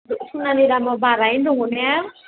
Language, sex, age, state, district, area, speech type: Bodo, female, 45-60, Assam, Chirang, rural, conversation